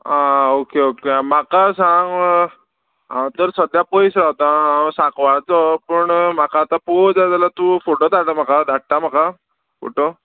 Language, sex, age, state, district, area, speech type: Goan Konkani, male, 18-30, Goa, Murmgao, urban, conversation